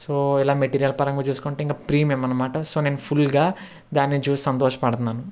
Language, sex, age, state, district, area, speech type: Telugu, male, 60+, Andhra Pradesh, Kakinada, rural, spontaneous